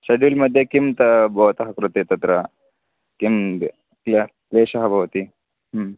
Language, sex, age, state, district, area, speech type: Sanskrit, male, 18-30, Karnataka, Bagalkot, rural, conversation